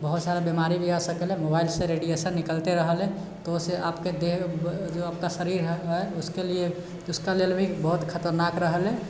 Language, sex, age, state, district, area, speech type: Maithili, male, 18-30, Bihar, Sitamarhi, urban, spontaneous